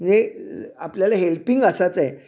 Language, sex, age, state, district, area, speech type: Marathi, male, 60+, Maharashtra, Sangli, urban, spontaneous